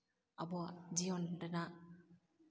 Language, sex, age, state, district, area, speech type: Santali, female, 18-30, West Bengal, Jhargram, rural, spontaneous